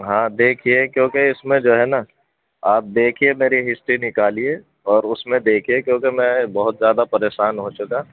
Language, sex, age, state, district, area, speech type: Urdu, male, 30-45, Uttar Pradesh, Ghaziabad, rural, conversation